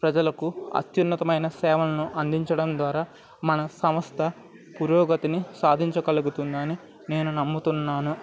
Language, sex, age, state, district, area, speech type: Telugu, male, 30-45, Andhra Pradesh, Anakapalli, rural, spontaneous